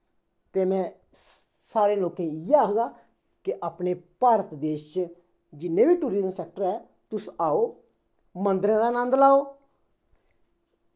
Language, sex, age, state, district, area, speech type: Dogri, male, 30-45, Jammu and Kashmir, Kathua, rural, spontaneous